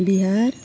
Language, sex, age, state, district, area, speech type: Nepali, female, 45-60, West Bengal, Jalpaiguri, urban, spontaneous